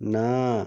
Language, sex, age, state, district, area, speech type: Odia, male, 30-45, Odisha, Cuttack, urban, read